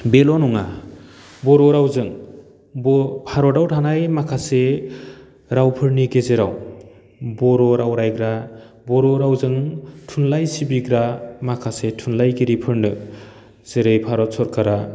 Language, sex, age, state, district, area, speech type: Bodo, male, 30-45, Assam, Baksa, urban, spontaneous